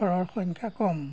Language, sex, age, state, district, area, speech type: Assamese, male, 60+, Assam, Golaghat, rural, spontaneous